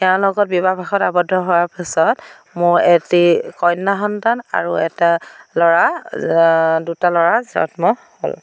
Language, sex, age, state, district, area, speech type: Assamese, female, 45-60, Assam, Dhemaji, rural, spontaneous